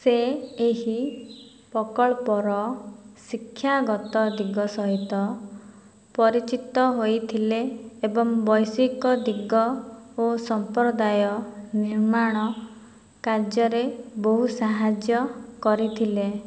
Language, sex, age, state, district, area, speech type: Odia, female, 30-45, Odisha, Boudh, rural, read